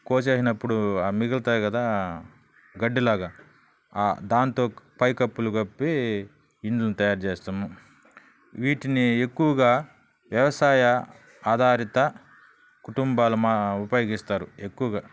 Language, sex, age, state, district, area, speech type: Telugu, male, 30-45, Andhra Pradesh, Sri Balaji, rural, spontaneous